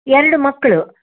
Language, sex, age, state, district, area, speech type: Kannada, female, 60+, Karnataka, Dharwad, rural, conversation